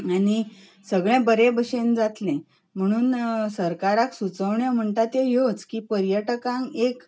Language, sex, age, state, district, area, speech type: Goan Konkani, female, 45-60, Goa, Bardez, urban, spontaneous